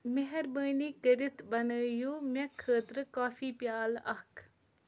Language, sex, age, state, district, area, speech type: Kashmiri, female, 30-45, Jammu and Kashmir, Ganderbal, rural, read